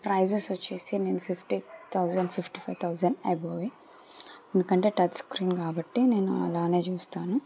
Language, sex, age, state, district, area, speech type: Telugu, female, 30-45, Telangana, Medchal, urban, spontaneous